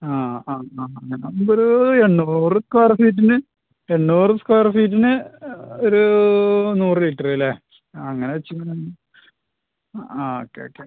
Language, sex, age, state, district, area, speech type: Malayalam, male, 18-30, Kerala, Malappuram, rural, conversation